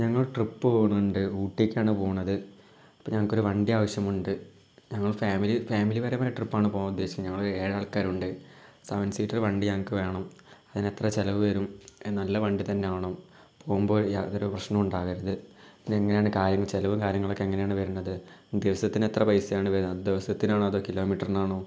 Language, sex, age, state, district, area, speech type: Malayalam, male, 18-30, Kerala, Malappuram, rural, spontaneous